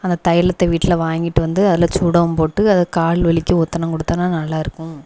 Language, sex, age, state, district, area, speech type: Tamil, female, 30-45, Tamil Nadu, Thoothukudi, rural, spontaneous